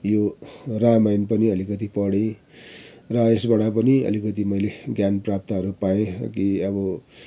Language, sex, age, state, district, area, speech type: Nepali, male, 60+, West Bengal, Kalimpong, rural, spontaneous